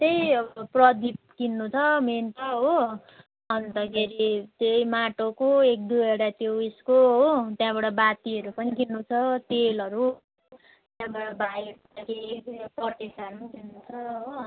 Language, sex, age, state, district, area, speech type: Nepali, female, 18-30, West Bengal, Jalpaiguri, urban, conversation